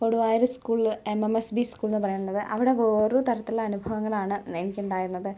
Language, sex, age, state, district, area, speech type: Malayalam, female, 30-45, Kerala, Palakkad, rural, spontaneous